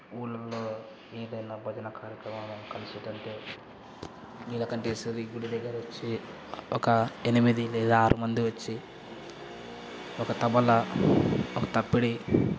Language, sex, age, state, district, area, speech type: Telugu, male, 30-45, Andhra Pradesh, Kadapa, rural, spontaneous